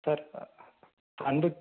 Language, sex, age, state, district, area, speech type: Tamil, male, 18-30, Tamil Nadu, Erode, rural, conversation